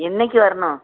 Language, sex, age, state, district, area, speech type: Tamil, female, 45-60, Tamil Nadu, Thoothukudi, urban, conversation